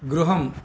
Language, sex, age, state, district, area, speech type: Sanskrit, male, 60+, Karnataka, Bellary, urban, read